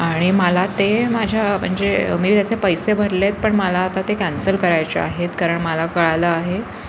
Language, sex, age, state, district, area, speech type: Marathi, female, 18-30, Maharashtra, Pune, urban, spontaneous